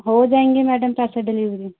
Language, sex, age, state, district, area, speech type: Hindi, female, 30-45, Uttar Pradesh, Hardoi, rural, conversation